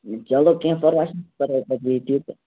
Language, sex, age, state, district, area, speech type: Kashmiri, male, 18-30, Jammu and Kashmir, Bandipora, rural, conversation